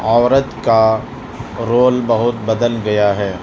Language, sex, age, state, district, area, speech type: Urdu, male, 30-45, Delhi, South Delhi, rural, spontaneous